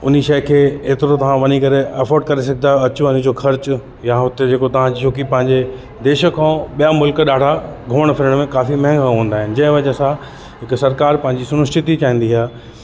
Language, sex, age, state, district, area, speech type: Sindhi, male, 30-45, Uttar Pradesh, Lucknow, rural, spontaneous